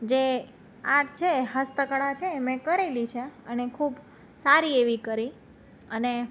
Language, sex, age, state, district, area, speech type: Gujarati, female, 30-45, Gujarat, Rajkot, urban, spontaneous